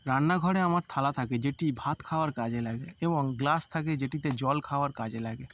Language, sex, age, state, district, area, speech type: Bengali, male, 18-30, West Bengal, Howrah, urban, spontaneous